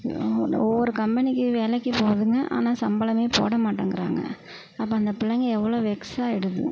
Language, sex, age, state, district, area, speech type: Tamil, female, 45-60, Tamil Nadu, Perambalur, urban, spontaneous